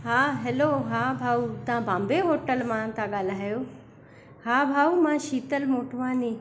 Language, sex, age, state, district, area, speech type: Sindhi, female, 45-60, Madhya Pradesh, Katni, urban, spontaneous